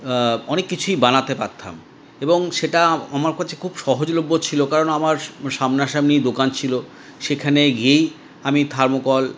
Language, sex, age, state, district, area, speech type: Bengali, male, 60+, West Bengal, Paschim Bardhaman, urban, spontaneous